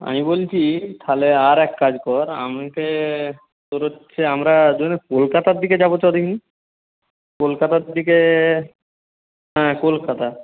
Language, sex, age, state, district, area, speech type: Bengali, male, 60+, West Bengal, Nadia, rural, conversation